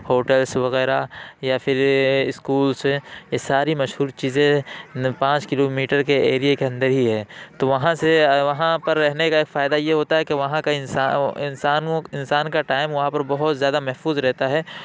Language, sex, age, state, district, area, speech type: Urdu, male, 45-60, Uttar Pradesh, Lucknow, urban, spontaneous